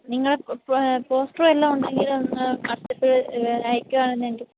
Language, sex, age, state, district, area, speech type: Malayalam, female, 18-30, Kerala, Idukki, rural, conversation